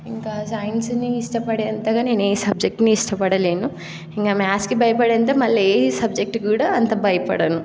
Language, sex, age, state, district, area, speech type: Telugu, female, 18-30, Telangana, Nagarkurnool, rural, spontaneous